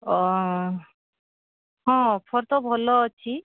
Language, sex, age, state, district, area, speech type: Odia, female, 45-60, Odisha, Sundergarh, rural, conversation